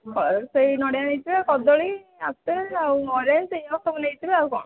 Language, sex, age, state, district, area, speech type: Odia, female, 18-30, Odisha, Jajpur, rural, conversation